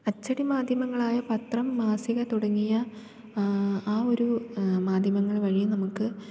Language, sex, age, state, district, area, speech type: Malayalam, female, 18-30, Kerala, Thiruvananthapuram, rural, spontaneous